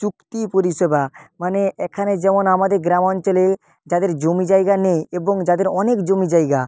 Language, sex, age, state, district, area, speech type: Bengali, male, 18-30, West Bengal, Purba Medinipur, rural, spontaneous